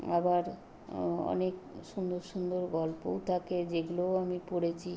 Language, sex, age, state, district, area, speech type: Bengali, female, 60+, West Bengal, Nadia, rural, spontaneous